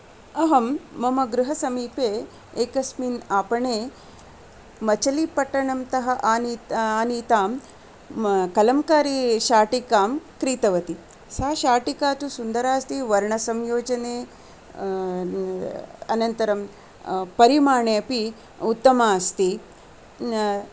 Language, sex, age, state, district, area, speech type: Sanskrit, female, 45-60, Karnataka, Shimoga, urban, spontaneous